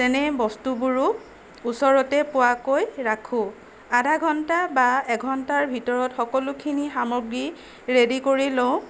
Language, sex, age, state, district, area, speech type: Assamese, female, 60+, Assam, Nagaon, rural, spontaneous